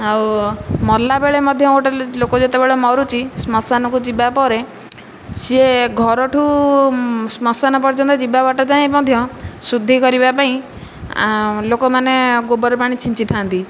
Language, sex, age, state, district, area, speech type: Odia, female, 18-30, Odisha, Nayagarh, rural, spontaneous